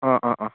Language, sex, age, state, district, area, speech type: Assamese, male, 18-30, Assam, Barpeta, rural, conversation